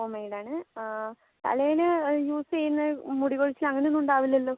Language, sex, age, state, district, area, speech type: Malayalam, other, 18-30, Kerala, Kozhikode, urban, conversation